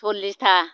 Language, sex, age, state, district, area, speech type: Bodo, female, 60+, Assam, Baksa, rural, spontaneous